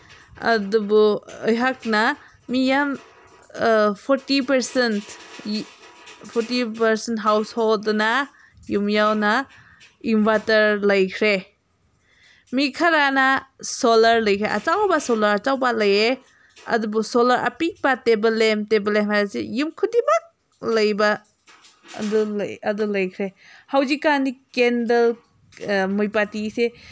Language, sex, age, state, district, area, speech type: Manipuri, female, 30-45, Manipur, Senapati, rural, spontaneous